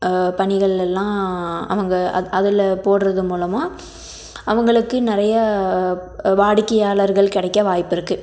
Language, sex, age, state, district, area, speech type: Tamil, female, 18-30, Tamil Nadu, Tiruppur, rural, spontaneous